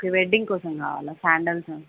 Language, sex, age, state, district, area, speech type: Telugu, female, 18-30, Telangana, Jayashankar, urban, conversation